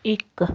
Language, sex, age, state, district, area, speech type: Punjabi, female, 45-60, Punjab, Patiala, rural, read